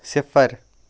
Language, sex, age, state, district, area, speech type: Kashmiri, male, 30-45, Jammu and Kashmir, Kupwara, rural, read